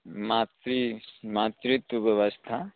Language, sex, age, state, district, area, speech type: Maithili, male, 45-60, Bihar, Muzaffarpur, urban, conversation